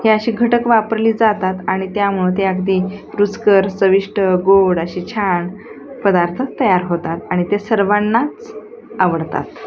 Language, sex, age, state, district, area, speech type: Marathi, female, 45-60, Maharashtra, Osmanabad, rural, spontaneous